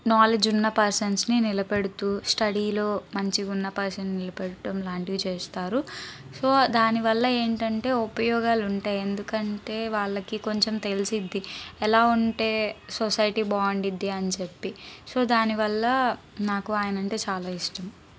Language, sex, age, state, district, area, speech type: Telugu, female, 18-30, Andhra Pradesh, Palnadu, urban, spontaneous